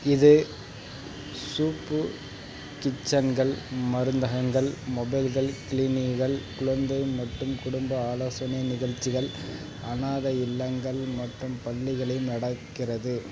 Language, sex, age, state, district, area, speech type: Tamil, male, 45-60, Tamil Nadu, Ariyalur, rural, read